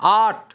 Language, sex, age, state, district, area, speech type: Bengali, male, 60+, West Bengal, Paschim Bardhaman, urban, read